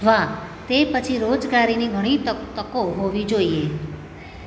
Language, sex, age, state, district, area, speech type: Gujarati, female, 45-60, Gujarat, Surat, urban, read